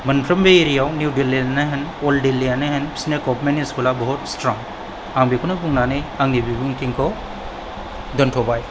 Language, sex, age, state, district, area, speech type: Bodo, male, 45-60, Assam, Kokrajhar, rural, spontaneous